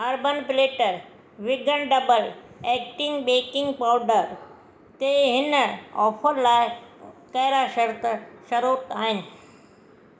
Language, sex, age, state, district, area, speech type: Sindhi, female, 60+, Gujarat, Surat, urban, read